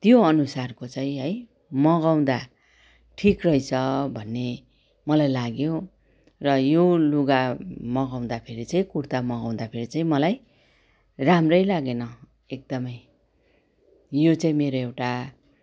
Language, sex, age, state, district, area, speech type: Nepali, female, 45-60, West Bengal, Darjeeling, rural, spontaneous